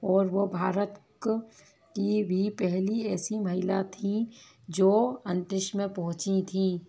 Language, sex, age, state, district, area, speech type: Hindi, female, 30-45, Madhya Pradesh, Bhopal, urban, spontaneous